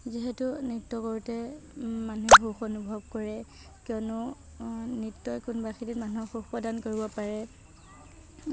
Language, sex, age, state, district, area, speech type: Assamese, female, 18-30, Assam, Nagaon, rural, spontaneous